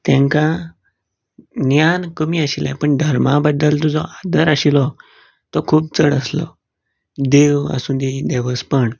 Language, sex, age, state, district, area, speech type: Goan Konkani, male, 18-30, Goa, Canacona, rural, spontaneous